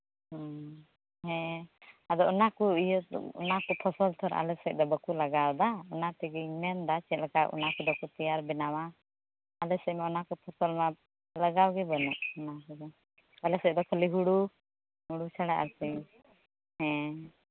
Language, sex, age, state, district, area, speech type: Santali, female, 18-30, West Bengal, Uttar Dinajpur, rural, conversation